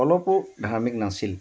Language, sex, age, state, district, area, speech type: Assamese, male, 60+, Assam, Dibrugarh, rural, spontaneous